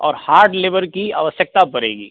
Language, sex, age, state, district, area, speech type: Hindi, male, 18-30, Bihar, Darbhanga, rural, conversation